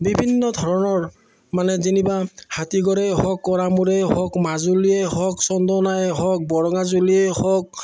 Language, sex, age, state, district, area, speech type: Assamese, male, 45-60, Assam, Udalguri, rural, spontaneous